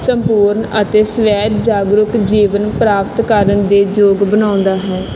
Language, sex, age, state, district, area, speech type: Punjabi, female, 18-30, Punjab, Barnala, urban, spontaneous